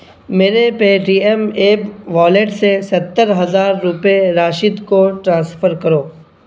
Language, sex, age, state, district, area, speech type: Urdu, male, 18-30, Bihar, Purnia, rural, read